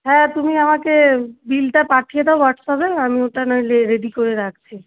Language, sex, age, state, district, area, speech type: Bengali, female, 30-45, West Bengal, South 24 Parganas, urban, conversation